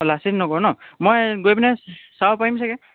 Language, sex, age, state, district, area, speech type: Assamese, male, 18-30, Assam, Charaideo, urban, conversation